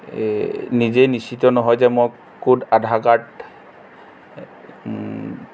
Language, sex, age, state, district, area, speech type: Assamese, male, 45-60, Assam, Golaghat, urban, spontaneous